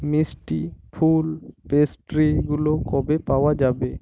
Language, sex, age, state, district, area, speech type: Bengali, male, 18-30, West Bengal, Purba Medinipur, rural, read